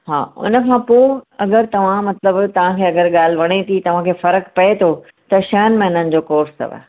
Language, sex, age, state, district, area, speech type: Sindhi, female, 45-60, Maharashtra, Thane, urban, conversation